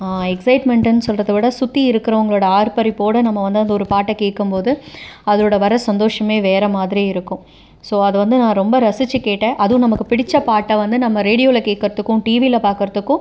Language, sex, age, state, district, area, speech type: Tamil, female, 30-45, Tamil Nadu, Cuddalore, urban, spontaneous